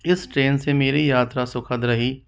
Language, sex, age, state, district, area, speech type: Hindi, male, 45-60, Rajasthan, Jaipur, urban, spontaneous